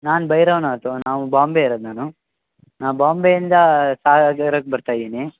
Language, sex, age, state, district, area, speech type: Kannada, male, 18-30, Karnataka, Shimoga, rural, conversation